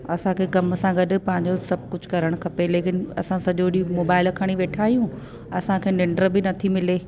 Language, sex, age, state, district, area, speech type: Sindhi, female, 30-45, Delhi, South Delhi, urban, spontaneous